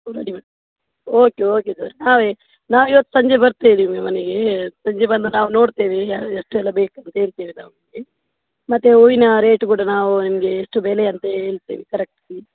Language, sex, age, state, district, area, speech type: Kannada, female, 30-45, Karnataka, Dakshina Kannada, rural, conversation